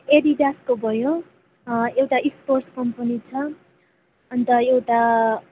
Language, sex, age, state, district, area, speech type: Nepali, female, 18-30, West Bengal, Darjeeling, rural, conversation